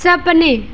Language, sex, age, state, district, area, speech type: Hindi, female, 18-30, Uttar Pradesh, Mirzapur, rural, read